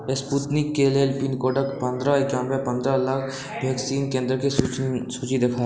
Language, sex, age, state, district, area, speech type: Maithili, male, 60+, Bihar, Saharsa, urban, read